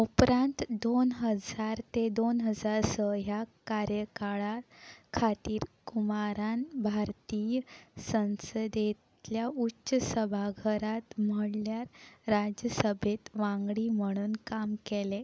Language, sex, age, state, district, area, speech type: Goan Konkani, female, 18-30, Goa, Salcete, rural, read